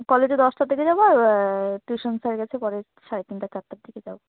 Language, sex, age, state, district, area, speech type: Bengali, female, 18-30, West Bengal, Alipurduar, rural, conversation